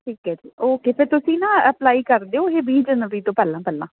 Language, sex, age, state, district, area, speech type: Punjabi, female, 30-45, Punjab, Patiala, rural, conversation